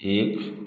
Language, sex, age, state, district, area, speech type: Hindi, male, 45-60, Uttar Pradesh, Prayagraj, rural, read